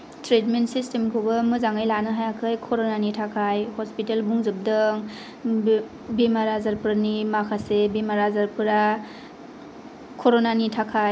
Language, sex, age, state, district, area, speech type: Bodo, female, 18-30, Assam, Kokrajhar, rural, spontaneous